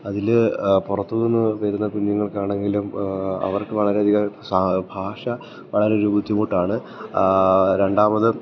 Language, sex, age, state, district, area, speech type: Malayalam, male, 18-30, Kerala, Idukki, rural, spontaneous